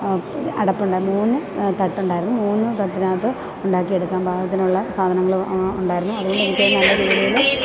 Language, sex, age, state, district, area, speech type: Malayalam, female, 45-60, Kerala, Kottayam, rural, spontaneous